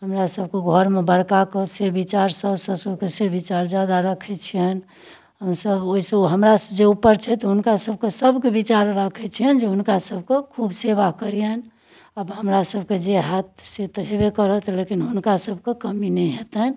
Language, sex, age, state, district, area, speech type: Maithili, female, 60+, Bihar, Darbhanga, urban, spontaneous